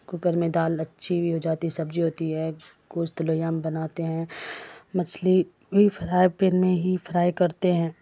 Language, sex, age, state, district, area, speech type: Urdu, female, 45-60, Bihar, Khagaria, rural, spontaneous